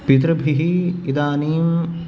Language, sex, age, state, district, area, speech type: Sanskrit, male, 18-30, Karnataka, Uttara Kannada, rural, spontaneous